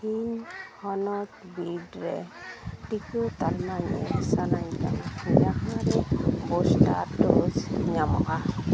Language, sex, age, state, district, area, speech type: Santali, female, 30-45, West Bengal, Uttar Dinajpur, rural, read